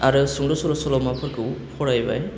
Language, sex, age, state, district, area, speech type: Bodo, male, 30-45, Assam, Baksa, urban, spontaneous